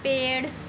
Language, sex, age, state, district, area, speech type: Hindi, female, 30-45, Madhya Pradesh, Seoni, urban, read